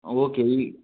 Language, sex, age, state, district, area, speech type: Kannada, male, 18-30, Karnataka, Tumkur, rural, conversation